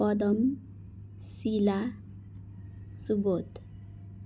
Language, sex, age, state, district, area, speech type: Nepali, female, 45-60, West Bengal, Darjeeling, rural, spontaneous